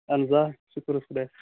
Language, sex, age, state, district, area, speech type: Kashmiri, female, 18-30, Jammu and Kashmir, Kupwara, rural, conversation